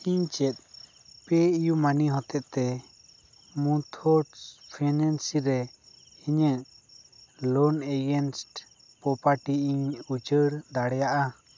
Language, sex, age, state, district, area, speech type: Santali, male, 18-30, West Bengal, Bankura, rural, read